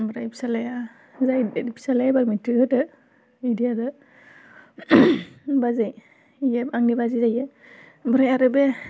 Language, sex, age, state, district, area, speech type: Bodo, female, 18-30, Assam, Udalguri, urban, spontaneous